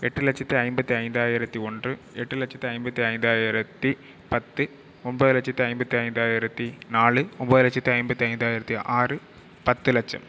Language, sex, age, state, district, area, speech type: Tamil, male, 45-60, Tamil Nadu, Tiruvarur, urban, spontaneous